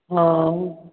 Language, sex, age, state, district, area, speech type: Odia, female, 18-30, Odisha, Boudh, rural, conversation